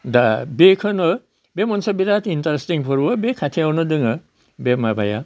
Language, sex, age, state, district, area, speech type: Bodo, male, 60+, Assam, Udalguri, rural, spontaneous